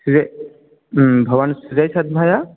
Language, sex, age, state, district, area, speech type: Sanskrit, male, 18-30, West Bengal, South 24 Parganas, rural, conversation